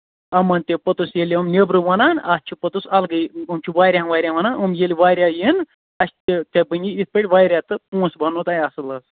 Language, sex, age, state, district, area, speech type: Kashmiri, male, 18-30, Jammu and Kashmir, Ganderbal, rural, conversation